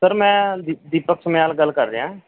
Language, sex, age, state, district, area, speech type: Punjabi, male, 30-45, Punjab, Gurdaspur, urban, conversation